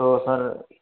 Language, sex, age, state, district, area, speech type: Urdu, male, 18-30, Uttar Pradesh, Saharanpur, urban, conversation